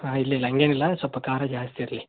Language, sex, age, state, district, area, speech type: Kannada, male, 18-30, Karnataka, Koppal, rural, conversation